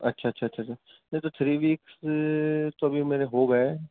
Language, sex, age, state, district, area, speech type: Urdu, male, 18-30, Delhi, East Delhi, urban, conversation